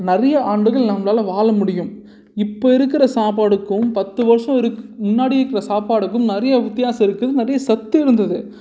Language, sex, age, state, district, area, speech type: Tamil, male, 18-30, Tamil Nadu, Salem, urban, spontaneous